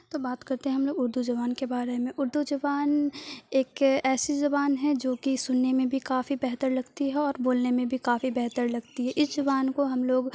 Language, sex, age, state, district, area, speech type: Urdu, female, 30-45, Bihar, Supaul, urban, spontaneous